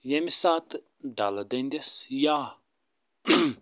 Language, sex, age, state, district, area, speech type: Kashmiri, male, 45-60, Jammu and Kashmir, Budgam, rural, spontaneous